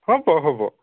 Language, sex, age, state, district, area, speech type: Assamese, male, 18-30, Assam, Nagaon, rural, conversation